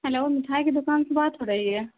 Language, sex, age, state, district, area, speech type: Urdu, female, 30-45, Bihar, Saharsa, rural, conversation